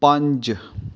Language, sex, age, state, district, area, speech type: Punjabi, male, 30-45, Punjab, Mohali, urban, read